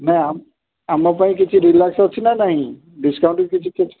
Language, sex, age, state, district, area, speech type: Odia, male, 45-60, Odisha, Jagatsinghpur, urban, conversation